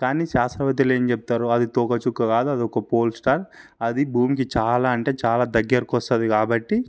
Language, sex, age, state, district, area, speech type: Telugu, male, 18-30, Telangana, Sangareddy, urban, spontaneous